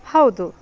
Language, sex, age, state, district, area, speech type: Kannada, female, 30-45, Karnataka, Bidar, urban, read